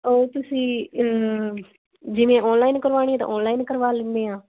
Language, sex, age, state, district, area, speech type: Punjabi, female, 18-30, Punjab, Fazilka, rural, conversation